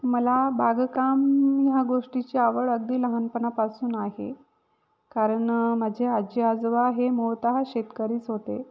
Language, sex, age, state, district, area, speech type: Marathi, female, 30-45, Maharashtra, Nashik, urban, spontaneous